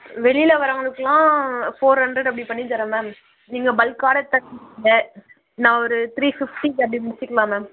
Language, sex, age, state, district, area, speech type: Tamil, female, 18-30, Tamil Nadu, Vellore, urban, conversation